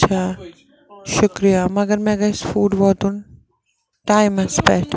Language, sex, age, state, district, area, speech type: Kashmiri, female, 45-60, Jammu and Kashmir, Srinagar, urban, spontaneous